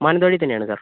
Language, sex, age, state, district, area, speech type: Malayalam, male, 45-60, Kerala, Wayanad, rural, conversation